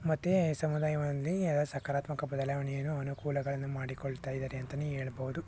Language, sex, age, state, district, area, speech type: Kannada, male, 18-30, Karnataka, Chikkaballapur, urban, spontaneous